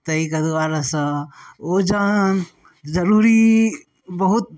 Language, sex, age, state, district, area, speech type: Maithili, male, 30-45, Bihar, Darbhanga, rural, spontaneous